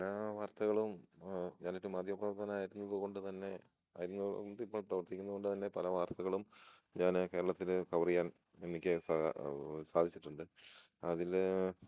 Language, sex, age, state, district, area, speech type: Malayalam, male, 30-45, Kerala, Idukki, rural, spontaneous